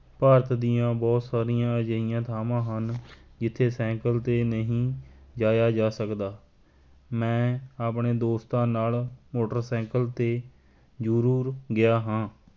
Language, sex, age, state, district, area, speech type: Punjabi, male, 30-45, Punjab, Fatehgarh Sahib, rural, spontaneous